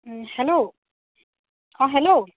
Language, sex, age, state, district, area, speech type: Assamese, female, 30-45, Assam, Dibrugarh, rural, conversation